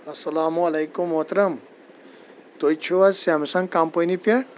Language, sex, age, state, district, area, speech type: Kashmiri, female, 45-60, Jammu and Kashmir, Shopian, rural, spontaneous